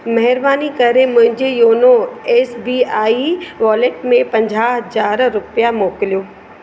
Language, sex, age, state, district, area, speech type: Sindhi, female, 30-45, Madhya Pradesh, Katni, rural, read